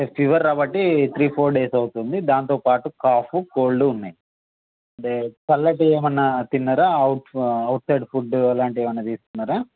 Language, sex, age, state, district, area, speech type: Telugu, male, 30-45, Telangana, Peddapalli, rural, conversation